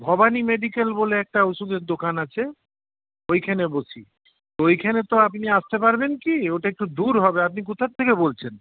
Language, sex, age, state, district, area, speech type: Bengali, male, 60+, West Bengal, Paschim Bardhaman, urban, conversation